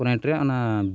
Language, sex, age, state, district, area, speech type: Santali, male, 45-60, Odisha, Mayurbhanj, rural, spontaneous